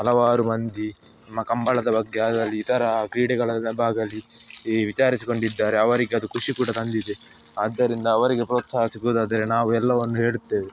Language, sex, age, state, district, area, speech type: Kannada, male, 18-30, Karnataka, Udupi, rural, spontaneous